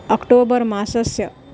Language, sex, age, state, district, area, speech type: Sanskrit, female, 30-45, Maharashtra, Nagpur, urban, spontaneous